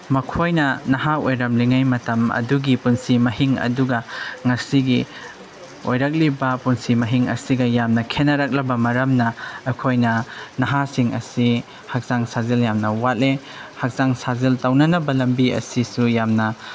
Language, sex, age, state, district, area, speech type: Manipuri, male, 30-45, Manipur, Chandel, rural, spontaneous